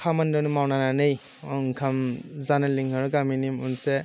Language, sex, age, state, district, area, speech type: Bodo, male, 18-30, Assam, Udalguri, urban, spontaneous